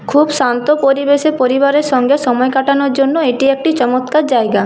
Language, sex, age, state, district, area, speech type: Bengali, female, 18-30, West Bengal, Purulia, urban, read